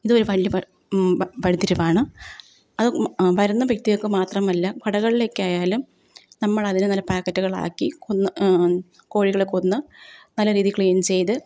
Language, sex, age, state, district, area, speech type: Malayalam, female, 30-45, Kerala, Kottayam, rural, spontaneous